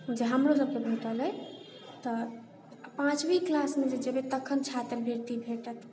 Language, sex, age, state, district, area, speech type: Maithili, female, 18-30, Bihar, Sitamarhi, urban, spontaneous